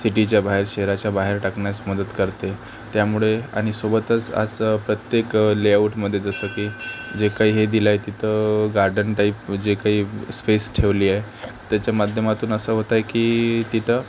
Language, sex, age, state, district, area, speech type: Marathi, male, 18-30, Maharashtra, Akola, rural, spontaneous